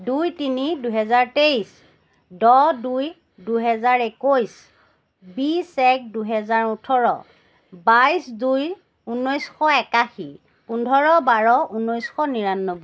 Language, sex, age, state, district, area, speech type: Assamese, female, 45-60, Assam, Charaideo, urban, spontaneous